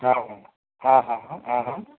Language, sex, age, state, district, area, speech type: Gujarati, male, 45-60, Gujarat, Ahmedabad, urban, conversation